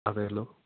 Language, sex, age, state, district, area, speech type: Malayalam, male, 18-30, Kerala, Idukki, rural, conversation